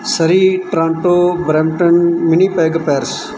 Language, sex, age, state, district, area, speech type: Punjabi, male, 45-60, Punjab, Mansa, rural, spontaneous